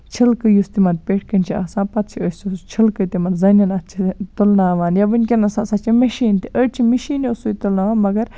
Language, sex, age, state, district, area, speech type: Kashmiri, female, 18-30, Jammu and Kashmir, Baramulla, rural, spontaneous